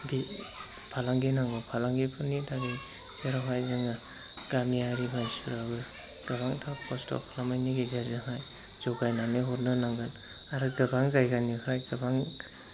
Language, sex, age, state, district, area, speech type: Bodo, male, 30-45, Assam, Chirang, rural, spontaneous